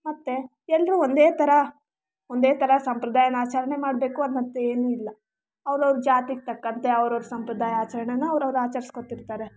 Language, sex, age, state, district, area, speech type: Kannada, female, 18-30, Karnataka, Chitradurga, rural, spontaneous